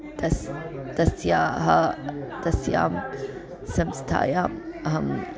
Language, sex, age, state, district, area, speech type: Sanskrit, female, 30-45, Andhra Pradesh, Guntur, urban, spontaneous